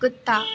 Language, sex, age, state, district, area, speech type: Hindi, female, 18-30, Madhya Pradesh, Seoni, urban, read